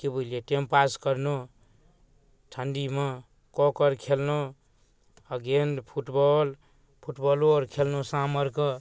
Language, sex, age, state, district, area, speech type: Maithili, male, 30-45, Bihar, Darbhanga, rural, spontaneous